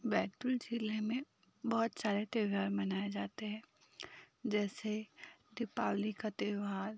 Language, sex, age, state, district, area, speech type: Hindi, female, 30-45, Madhya Pradesh, Betul, rural, spontaneous